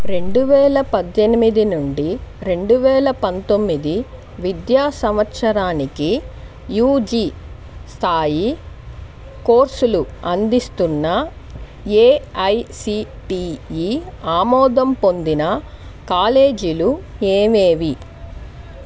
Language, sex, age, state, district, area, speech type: Telugu, female, 30-45, Andhra Pradesh, Sri Balaji, rural, read